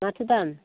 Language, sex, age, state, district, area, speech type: Bodo, female, 45-60, Assam, Baksa, rural, conversation